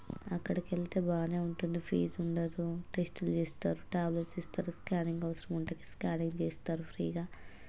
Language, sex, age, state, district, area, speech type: Telugu, female, 30-45, Telangana, Hanamkonda, rural, spontaneous